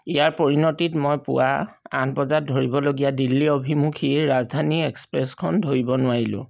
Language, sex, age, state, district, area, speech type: Assamese, male, 45-60, Assam, Charaideo, urban, spontaneous